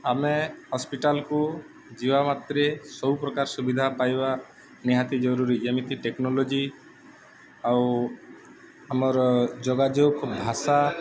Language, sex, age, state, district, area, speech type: Odia, male, 18-30, Odisha, Subarnapur, urban, spontaneous